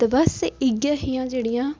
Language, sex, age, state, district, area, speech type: Dogri, female, 18-30, Jammu and Kashmir, Udhampur, urban, spontaneous